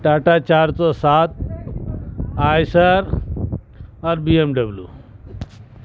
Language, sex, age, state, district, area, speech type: Urdu, male, 60+, Bihar, Supaul, rural, spontaneous